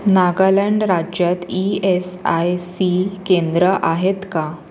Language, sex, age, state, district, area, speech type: Marathi, female, 18-30, Maharashtra, Pune, urban, read